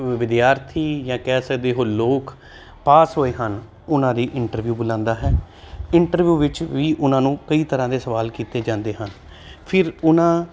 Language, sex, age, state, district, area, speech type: Punjabi, male, 30-45, Punjab, Jalandhar, urban, spontaneous